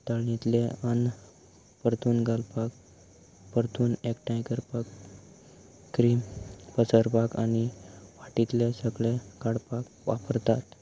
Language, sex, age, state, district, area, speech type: Goan Konkani, male, 18-30, Goa, Salcete, rural, spontaneous